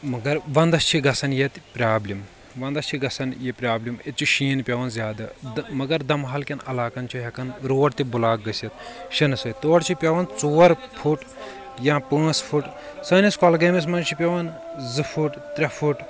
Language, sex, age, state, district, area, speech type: Kashmiri, male, 30-45, Jammu and Kashmir, Kulgam, urban, spontaneous